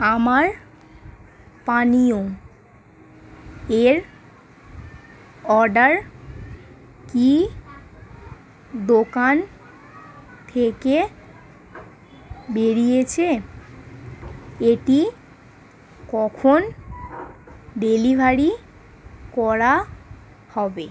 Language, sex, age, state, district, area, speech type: Bengali, female, 18-30, West Bengal, Howrah, urban, read